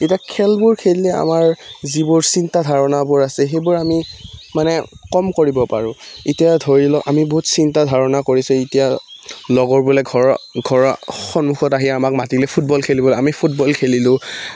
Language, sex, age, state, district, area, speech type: Assamese, male, 18-30, Assam, Udalguri, rural, spontaneous